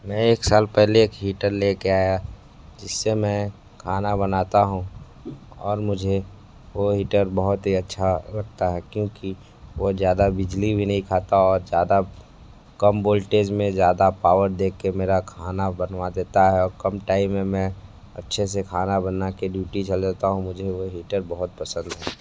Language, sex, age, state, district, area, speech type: Hindi, male, 18-30, Uttar Pradesh, Sonbhadra, rural, spontaneous